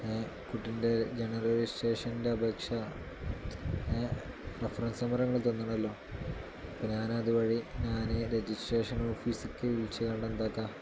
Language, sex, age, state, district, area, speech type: Malayalam, male, 18-30, Kerala, Malappuram, rural, spontaneous